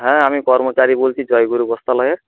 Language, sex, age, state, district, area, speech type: Bengali, male, 45-60, West Bengal, Nadia, rural, conversation